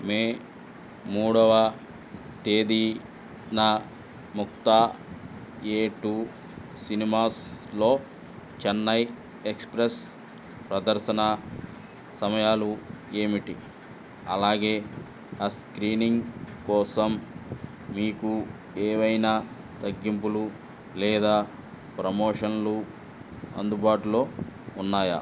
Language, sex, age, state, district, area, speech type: Telugu, male, 60+, Andhra Pradesh, Eluru, rural, read